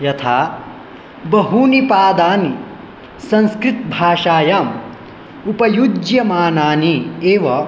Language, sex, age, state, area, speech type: Sanskrit, male, 18-30, Bihar, rural, spontaneous